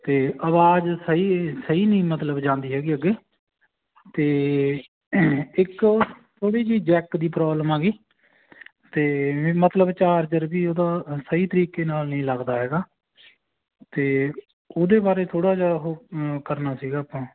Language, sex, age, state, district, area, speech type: Punjabi, male, 30-45, Punjab, Barnala, rural, conversation